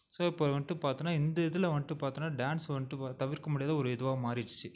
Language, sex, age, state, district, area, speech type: Tamil, male, 30-45, Tamil Nadu, Viluppuram, urban, spontaneous